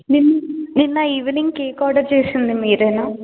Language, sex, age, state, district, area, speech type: Telugu, female, 18-30, Telangana, Ranga Reddy, urban, conversation